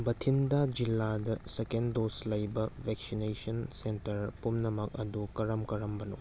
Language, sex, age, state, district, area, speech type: Manipuri, male, 18-30, Manipur, Churachandpur, rural, read